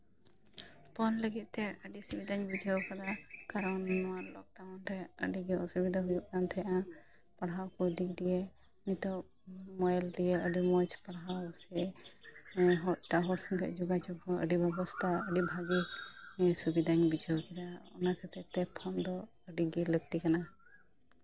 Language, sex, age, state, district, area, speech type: Santali, female, 30-45, West Bengal, Birbhum, rural, spontaneous